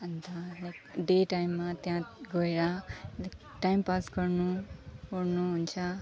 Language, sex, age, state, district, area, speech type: Nepali, female, 30-45, West Bengal, Alipurduar, rural, spontaneous